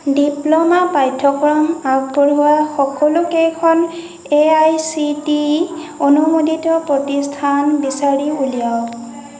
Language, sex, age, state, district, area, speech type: Assamese, female, 60+, Assam, Nagaon, rural, read